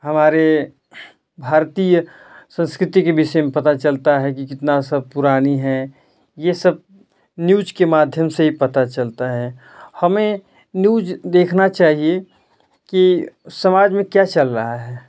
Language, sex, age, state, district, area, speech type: Hindi, male, 18-30, Uttar Pradesh, Ghazipur, rural, spontaneous